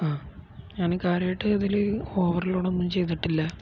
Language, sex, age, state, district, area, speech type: Malayalam, male, 18-30, Kerala, Kozhikode, rural, spontaneous